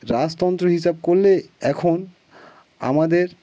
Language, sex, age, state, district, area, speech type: Bengali, male, 18-30, West Bengal, North 24 Parganas, urban, spontaneous